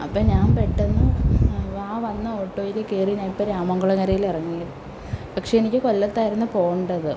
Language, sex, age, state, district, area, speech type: Malayalam, female, 18-30, Kerala, Kollam, urban, spontaneous